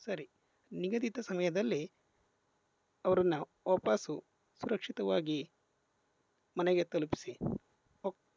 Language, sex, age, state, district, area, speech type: Kannada, male, 30-45, Karnataka, Shimoga, rural, spontaneous